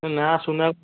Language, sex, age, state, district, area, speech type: Odia, male, 18-30, Odisha, Kendujhar, urban, conversation